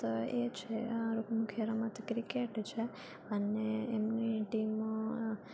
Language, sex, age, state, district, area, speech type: Gujarati, female, 18-30, Gujarat, Junagadh, urban, spontaneous